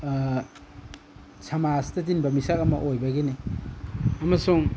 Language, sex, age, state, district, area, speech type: Manipuri, male, 30-45, Manipur, Imphal East, rural, spontaneous